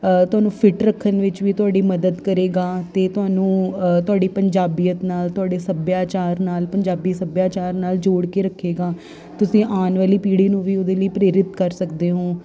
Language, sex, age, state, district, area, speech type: Punjabi, female, 30-45, Punjab, Ludhiana, urban, spontaneous